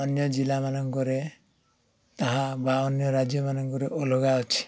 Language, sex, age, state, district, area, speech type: Odia, male, 45-60, Odisha, Koraput, urban, spontaneous